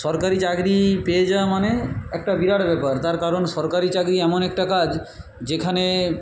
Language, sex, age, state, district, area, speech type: Bengali, male, 30-45, West Bengal, Nadia, urban, spontaneous